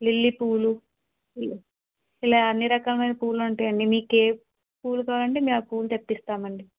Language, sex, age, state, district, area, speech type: Telugu, female, 30-45, Andhra Pradesh, Vizianagaram, rural, conversation